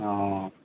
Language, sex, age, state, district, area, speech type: Assamese, male, 45-60, Assam, Golaghat, rural, conversation